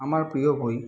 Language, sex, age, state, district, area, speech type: Bengali, male, 30-45, West Bengal, Kolkata, urban, spontaneous